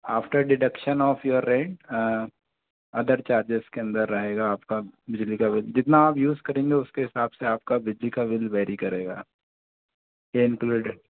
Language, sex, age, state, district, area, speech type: Hindi, male, 18-30, Madhya Pradesh, Bhopal, urban, conversation